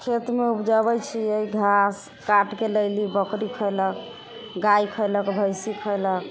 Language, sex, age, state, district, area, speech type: Maithili, female, 30-45, Bihar, Sitamarhi, urban, spontaneous